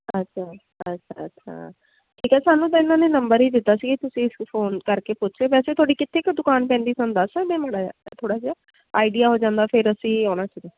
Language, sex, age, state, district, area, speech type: Punjabi, female, 30-45, Punjab, Jalandhar, rural, conversation